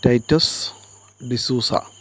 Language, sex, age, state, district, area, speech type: Malayalam, male, 45-60, Kerala, Thiruvananthapuram, rural, spontaneous